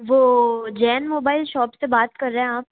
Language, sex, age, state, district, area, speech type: Hindi, female, 18-30, Rajasthan, Jodhpur, urban, conversation